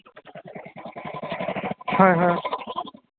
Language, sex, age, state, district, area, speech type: Assamese, male, 30-45, Assam, Sonitpur, urban, conversation